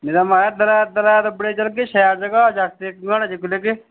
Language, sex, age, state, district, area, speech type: Dogri, male, 30-45, Jammu and Kashmir, Udhampur, rural, conversation